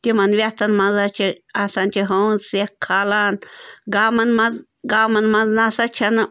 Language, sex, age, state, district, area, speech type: Kashmiri, female, 30-45, Jammu and Kashmir, Bandipora, rural, spontaneous